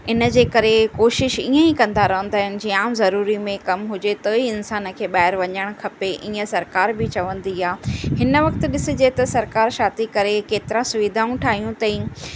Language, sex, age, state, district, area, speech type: Sindhi, female, 30-45, Maharashtra, Thane, urban, spontaneous